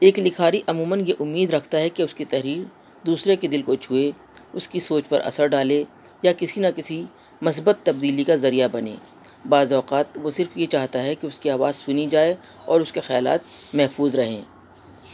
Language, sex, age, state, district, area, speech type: Urdu, female, 60+, Delhi, North East Delhi, urban, spontaneous